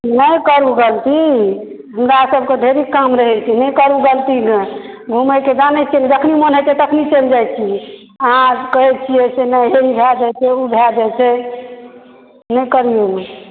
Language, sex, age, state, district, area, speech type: Maithili, female, 45-60, Bihar, Supaul, rural, conversation